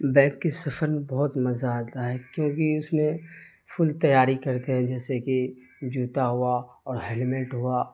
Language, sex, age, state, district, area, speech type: Urdu, male, 30-45, Bihar, Darbhanga, urban, spontaneous